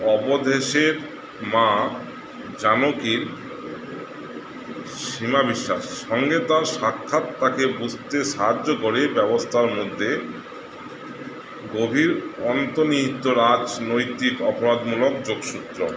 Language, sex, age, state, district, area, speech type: Bengali, male, 30-45, West Bengal, Uttar Dinajpur, urban, read